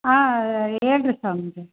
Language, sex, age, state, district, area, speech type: Kannada, female, 30-45, Karnataka, Chitradurga, urban, conversation